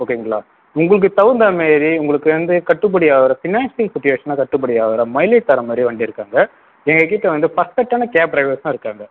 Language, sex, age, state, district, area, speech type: Tamil, male, 18-30, Tamil Nadu, Sivaganga, rural, conversation